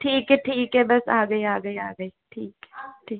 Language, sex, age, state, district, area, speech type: Hindi, female, 18-30, Rajasthan, Jaipur, urban, conversation